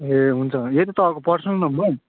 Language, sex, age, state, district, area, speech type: Nepali, male, 18-30, West Bengal, Darjeeling, urban, conversation